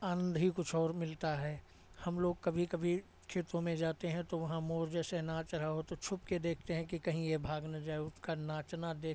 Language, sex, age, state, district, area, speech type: Hindi, male, 60+, Uttar Pradesh, Hardoi, rural, spontaneous